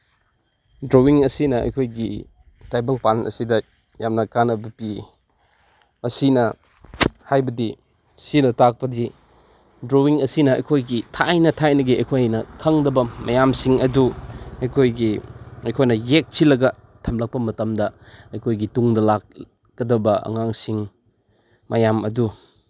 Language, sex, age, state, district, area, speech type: Manipuri, male, 30-45, Manipur, Chandel, rural, spontaneous